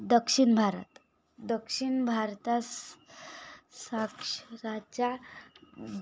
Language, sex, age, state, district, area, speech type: Marathi, female, 18-30, Maharashtra, Yavatmal, rural, spontaneous